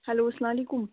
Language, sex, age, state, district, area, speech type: Kashmiri, female, 18-30, Jammu and Kashmir, Bandipora, rural, conversation